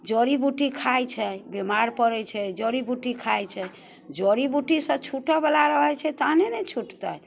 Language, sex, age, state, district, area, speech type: Maithili, female, 60+, Bihar, Muzaffarpur, urban, spontaneous